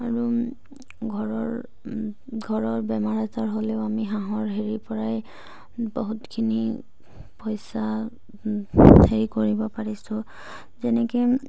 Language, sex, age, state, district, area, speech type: Assamese, female, 18-30, Assam, Charaideo, rural, spontaneous